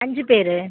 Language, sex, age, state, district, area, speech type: Tamil, female, 18-30, Tamil Nadu, Ariyalur, rural, conversation